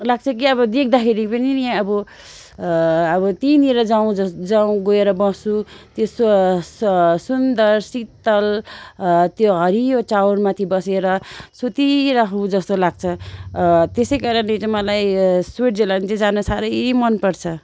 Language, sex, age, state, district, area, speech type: Nepali, female, 45-60, West Bengal, Darjeeling, rural, spontaneous